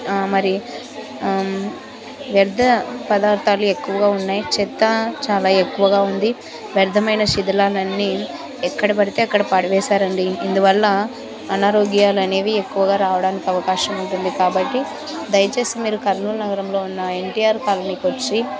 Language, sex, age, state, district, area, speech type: Telugu, female, 30-45, Andhra Pradesh, Kurnool, rural, spontaneous